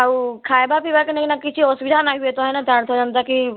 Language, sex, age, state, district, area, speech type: Odia, female, 60+, Odisha, Boudh, rural, conversation